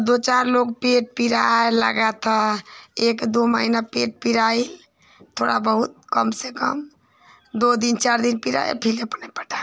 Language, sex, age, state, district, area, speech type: Hindi, female, 45-60, Uttar Pradesh, Ghazipur, rural, spontaneous